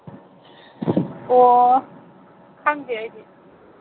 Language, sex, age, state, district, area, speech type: Manipuri, female, 45-60, Manipur, Imphal East, rural, conversation